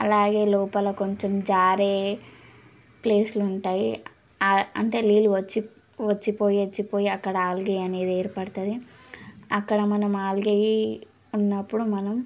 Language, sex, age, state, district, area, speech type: Telugu, female, 18-30, Telangana, Suryapet, urban, spontaneous